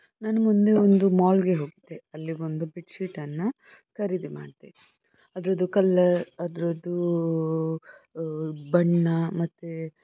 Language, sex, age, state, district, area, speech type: Kannada, female, 30-45, Karnataka, Shimoga, rural, spontaneous